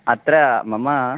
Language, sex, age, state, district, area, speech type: Sanskrit, male, 18-30, West Bengal, Darjeeling, urban, conversation